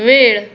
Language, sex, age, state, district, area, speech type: Goan Konkani, female, 30-45, Goa, Tiswadi, rural, read